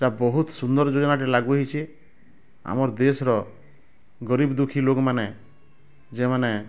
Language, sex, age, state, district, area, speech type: Odia, male, 45-60, Odisha, Bargarh, rural, spontaneous